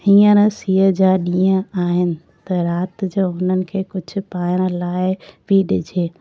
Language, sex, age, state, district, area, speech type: Sindhi, female, 30-45, Gujarat, Junagadh, urban, spontaneous